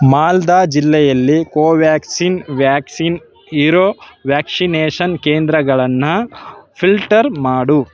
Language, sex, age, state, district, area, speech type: Kannada, male, 30-45, Karnataka, Chamarajanagar, rural, read